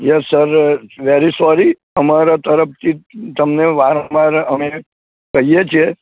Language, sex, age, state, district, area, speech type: Gujarati, male, 60+, Gujarat, Narmada, urban, conversation